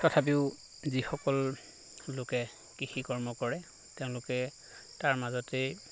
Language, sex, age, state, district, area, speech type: Assamese, male, 30-45, Assam, Lakhimpur, rural, spontaneous